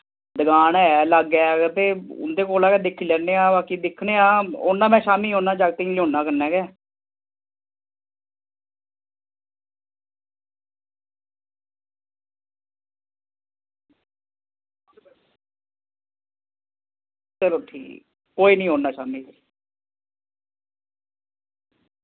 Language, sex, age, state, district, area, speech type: Dogri, male, 30-45, Jammu and Kashmir, Samba, rural, conversation